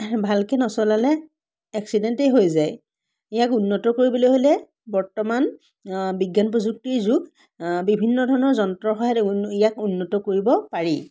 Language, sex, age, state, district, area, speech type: Assamese, female, 30-45, Assam, Biswanath, rural, spontaneous